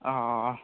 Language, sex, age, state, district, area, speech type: Manipuri, male, 18-30, Manipur, Chandel, rural, conversation